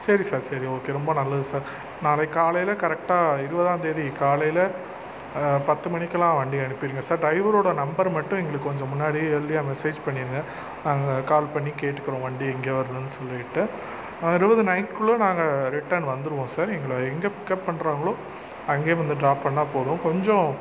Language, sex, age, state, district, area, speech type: Tamil, male, 45-60, Tamil Nadu, Pudukkottai, rural, spontaneous